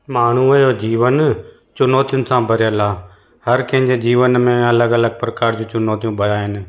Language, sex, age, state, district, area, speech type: Sindhi, male, 45-60, Gujarat, Surat, urban, spontaneous